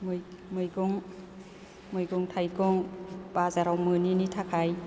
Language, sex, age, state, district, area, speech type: Bodo, female, 60+, Assam, Chirang, rural, spontaneous